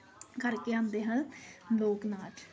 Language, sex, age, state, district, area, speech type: Punjabi, female, 30-45, Punjab, Kapurthala, urban, spontaneous